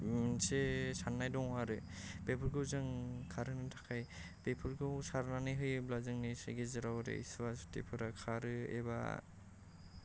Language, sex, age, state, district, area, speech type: Bodo, male, 18-30, Assam, Kokrajhar, rural, spontaneous